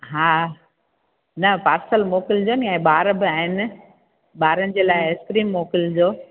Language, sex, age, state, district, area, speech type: Sindhi, female, 60+, Gujarat, Junagadh, rural, conversation